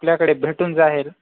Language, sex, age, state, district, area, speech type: Marathi, male, 18-30, Maharashtra, Nanded, urban, conversation